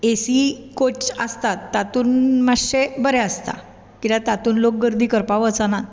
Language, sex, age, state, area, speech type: Goan Konkani, female, 45-60, Maharashtra, urban, spontaneous